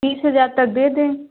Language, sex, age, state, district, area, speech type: Hindi, female, 18-30, Uttar Pradesh, Jaunpur, urban, conversation